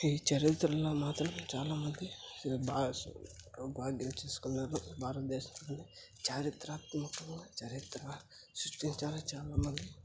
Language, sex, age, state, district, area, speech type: Telugu, male, 30-45, Andhra Pradesh, Kadapa, rural, spontaneous